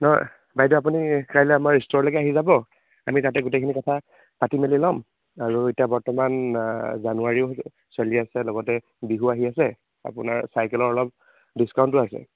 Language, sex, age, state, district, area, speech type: Assamese, male, 18-30, Assam, Dhemaji, rural, conversation